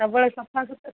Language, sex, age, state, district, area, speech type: Odia, female, 60+, Odisha, Jharsuguda, rural, conversation